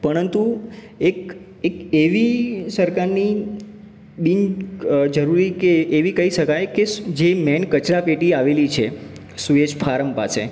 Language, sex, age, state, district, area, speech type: Gujarati, male, 30-45, Gujarat, Ahmedabad, urban, spontaneous